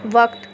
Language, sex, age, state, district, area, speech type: Urdu, female, 45-60, Delhi, Central Delhi, urban, read